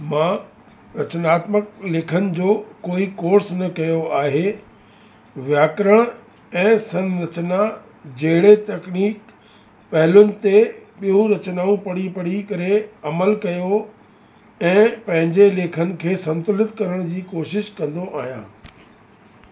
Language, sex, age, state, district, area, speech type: Sindhi, male, 60+, Uttar Pradesh, Lucknow, urban, spontaneous